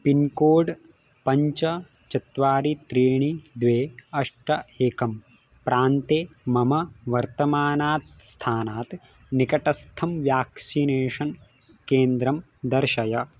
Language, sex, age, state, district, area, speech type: Sanskrit, male, 18-30, Gujarat, Surat, urban, read